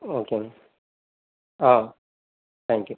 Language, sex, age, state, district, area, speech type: Tamil, male, 30-45, Tamil Nadu, Viluppuram, rural, conversation